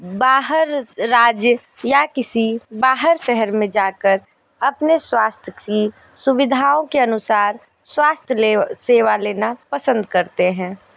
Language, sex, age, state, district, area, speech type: Hindi, female, 45-60, Uttar Pradesh, Sonbhadra, rural, spontaneous